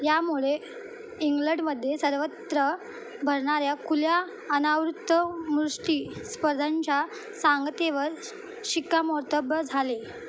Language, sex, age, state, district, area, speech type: Marathi, female, 18-30, Maharashtra, Mumbai Suburban, urban, read